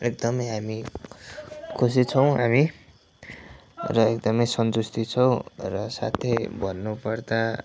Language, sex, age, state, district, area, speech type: Nepali, male, 30-45, West Bengal, Kalimpong, rural, spontaneous